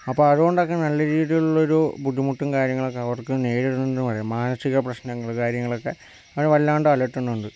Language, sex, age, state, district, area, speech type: Malayalam, male, 18-30, Kerala, Kozhikode, urban, spontaneous